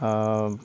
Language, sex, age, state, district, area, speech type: Odia, male, 18-30, Odisha, Ganjam, urban, spontaneous